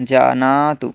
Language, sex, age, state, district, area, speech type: Sanskrit, male, 18-30, Odisha, Bargarh, rural, read